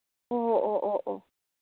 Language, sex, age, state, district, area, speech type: Manipuri, female, 30-45, Manipur, Churachandpur, rural, conversation